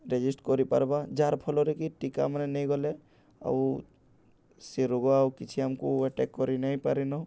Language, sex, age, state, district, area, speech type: Odia, male, 18-30, Odisha, Balangir, urban, spontaneous